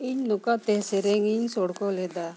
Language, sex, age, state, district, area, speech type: Santali, female, 45-60, Jharkhand, Bokaro, rural, spontaneous